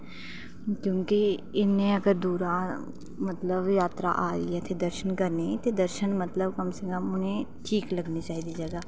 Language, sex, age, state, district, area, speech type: Dogri, female, 30-45, Jammu and Kashmir, Reasi, rural, spontaneous